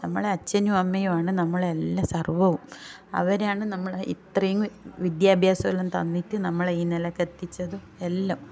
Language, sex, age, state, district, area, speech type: Malayalam, female, 45-60, Kerala, Kasaragod, rural, spontaneous